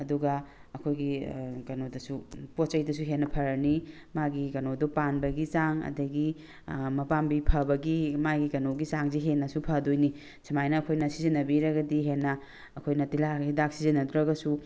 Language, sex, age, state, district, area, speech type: Manipuri, female, 45-60, Manipur, Tengnoupal, rural, spontaneous